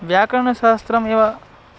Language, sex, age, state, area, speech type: Sanskrit, male, 18-30, Bihar, rural, spontaneous